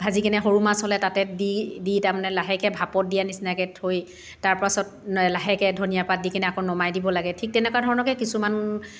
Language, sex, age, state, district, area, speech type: Assamese, female, 45-60, Assam, Dibrugarh, rural, spontaneous